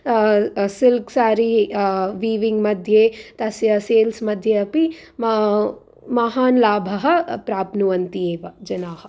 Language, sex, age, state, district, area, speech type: Sanskrit, female, 18-30, Andhra Pradesh, Guntur, urban, spontaneous